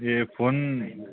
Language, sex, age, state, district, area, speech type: Nepali, male, 18-30, West Bengal, Kalimpong, rural, conversation